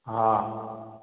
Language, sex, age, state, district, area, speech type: Sindhi, male, 60+, Gujarat, Junagadh, rural, conversation